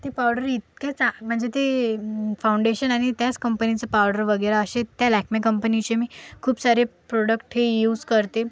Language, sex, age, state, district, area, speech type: Marathi, female, 18-30, Maharashtra, Akola, rural, spontaneous